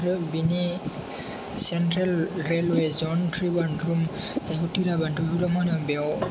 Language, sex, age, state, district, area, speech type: Bodo, male, 18-30, Assam, Kokrajhar, rural, spontaneous